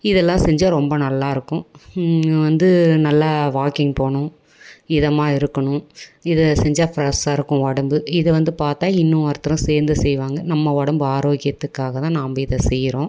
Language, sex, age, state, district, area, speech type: Tamil, female, 45-60, Tamil Nadu, Dharmapuri, rural, spontaneous